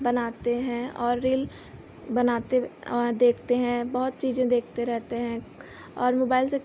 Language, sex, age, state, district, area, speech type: Hindi, female, 18-30, Uttar Pradesh, Pratapgarh, rural, spontaneous